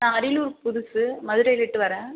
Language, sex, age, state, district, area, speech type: Tamil, female, 30-45, Tamil Nadu, Ariyalur, rural, conversation